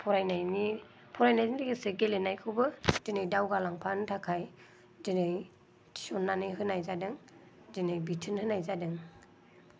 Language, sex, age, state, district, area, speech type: Bodo, female, 18-30, Assam, Kokrajhar, rural, spontaneous